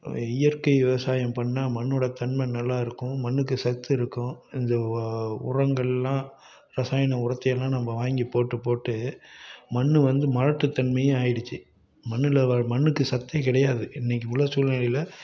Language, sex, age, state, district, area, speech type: Tamil, male, 45-60, Tamil Nadu, Salem, rural, spontaneous